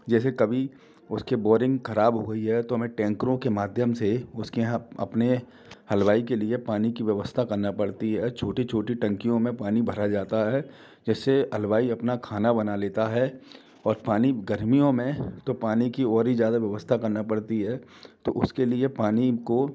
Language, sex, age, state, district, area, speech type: Hindi, male, 45-60, Madhya Pradesh, Gwalior, urban, spontaneous